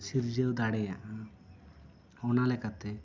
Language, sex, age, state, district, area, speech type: Santali, male, 18-30, West Bengal, Bankura, rural, spontaneous